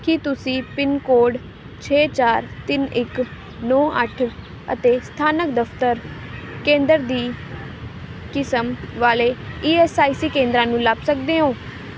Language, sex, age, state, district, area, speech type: Punjabi, female, 18-30, Punjab, Ludhiana, rural, read